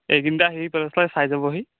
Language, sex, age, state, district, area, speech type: Assamese, male, 30-45, Assam, Jorhat, urban, conversation